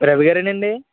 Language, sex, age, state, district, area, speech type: Telugu, male, 18-30, Andhra Pradesh, Eluru, urban, conversation